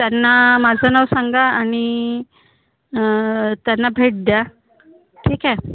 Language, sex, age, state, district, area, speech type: Marathi, female, 30-45, Maharashtra, Gondia, rural, conversation